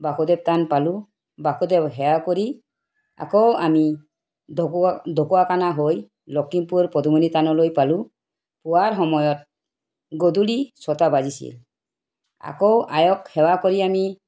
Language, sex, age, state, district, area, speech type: Assamese, female, 45-60, Assam, Tinsukia, urban, spontaneous